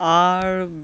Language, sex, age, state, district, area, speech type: Maithili, male, 18-30, Bihar, Saharsa, rural, spontaneous